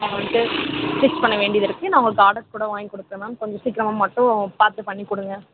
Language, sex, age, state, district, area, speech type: Tamil, female, 18-30, Tamil Nadu, Vellore, urban, conversation